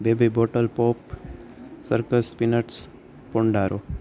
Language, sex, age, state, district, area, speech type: Gujarati, male, 18-30, Gujarat, Rajkot, rural, spontaneous